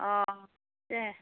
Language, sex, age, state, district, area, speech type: Bodo, female, 60+, Assam, Baksa, rural, conversation